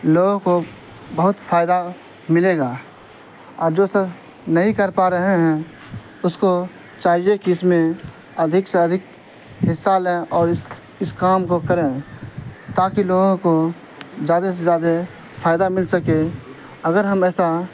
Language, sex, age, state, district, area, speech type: Urdu, male, 18-30, Bihar, Saharsa, rural, spontaneous